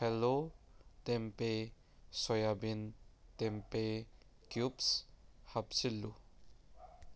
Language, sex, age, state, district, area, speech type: Manipuri, male, 18-30, Manipur, Kangpokpi, urban, read